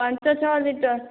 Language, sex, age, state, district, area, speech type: Odia, female, 30-45, Odisha, Boudh, rural, conversation